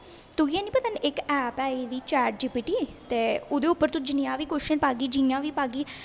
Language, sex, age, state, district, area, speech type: Dogri, female, 18-30, Jammu and Kashmir, Jammu, rural, spontaneous